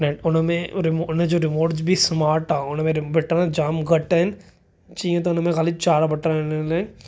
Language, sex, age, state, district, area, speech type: Sindhi, male, 30-45, Maharashtra, Thane, urban, spontaneous